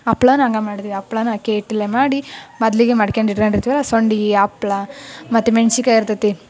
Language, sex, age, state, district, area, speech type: Kannada, female, 18-30, Karnataka, Koppal, rural, spontaneous